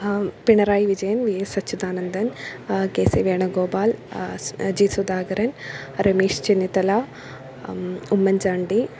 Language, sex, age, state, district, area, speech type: Malayalam, female, 30-45, Kerala, Alappuzha, rural, spontaneous